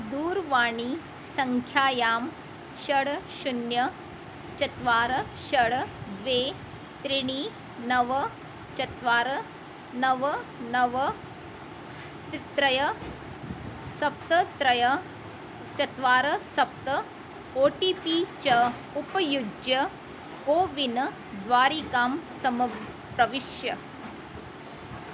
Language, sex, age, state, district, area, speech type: Sanskrit, female, 45-60, Maharashtra, Nagpur, urban, read